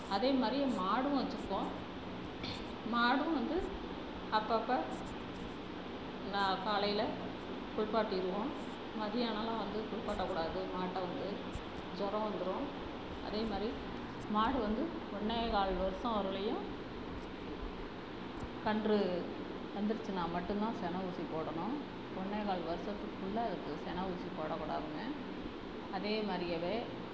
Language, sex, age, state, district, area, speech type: Tamil, female, 45-60, Tamil Nadu, Perambalur, rural, spontaneous